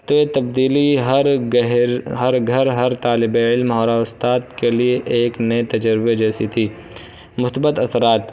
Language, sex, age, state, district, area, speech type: Urdu, male, 18-30, Uttar Pradesh, Balrampur, rural, spontaneous